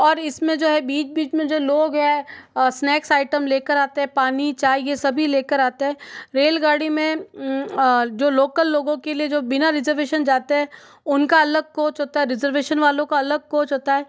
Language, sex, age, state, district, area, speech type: Hindi, female, 18-30, Rajasthan, Jodhpur, urban, spontaneous